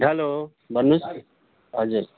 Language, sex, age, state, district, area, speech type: Nepali, male, 45-60, West Bengal, Jalpaiguri, urban, conversation